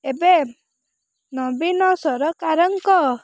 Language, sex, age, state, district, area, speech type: Odia, female, 18-30, Odisha, Rayagada, rural, spontaneous